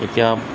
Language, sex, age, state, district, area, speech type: Assamese, male, 60+, Assam, Tinsukia, rural, spontaneous